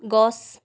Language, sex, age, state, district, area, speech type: Assamese, female, 18-30, Assam, Sivasagar, rural, read